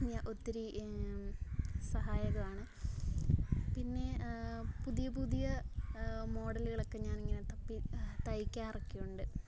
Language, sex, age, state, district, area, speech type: Malayalam, female, 18-30, Kerala, Alappuzha, rural, spontaneous